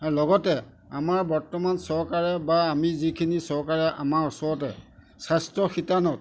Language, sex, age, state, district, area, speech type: Assamese, male, 45-60, Assam, Majuli, rural, spontaneous